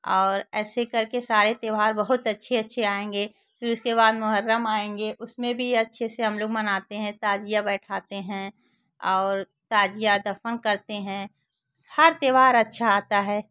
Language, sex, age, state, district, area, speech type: Hindi, female, 30-45, Uttar Pradesh, Chandauli, rural, spontaneous